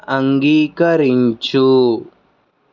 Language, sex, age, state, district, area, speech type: Telugu, male, 18-30, Andhra Pradesh, Krishna, urban, read